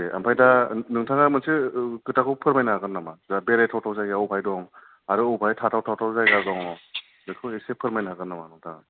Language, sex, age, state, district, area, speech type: Bodo, male, 30-45, Assam, Kokrajhar, urban, conversation